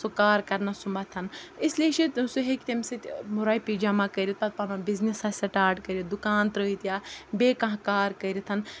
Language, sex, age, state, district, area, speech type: Kashmiri, female, 30-45, Jammu and Kashmir, Ganderbal, rural, spontaneous